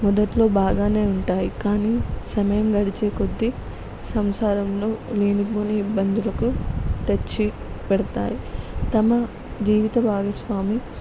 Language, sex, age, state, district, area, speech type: Telugu, female, 18-30, Telangana, Peddapalli, rural, spontaneous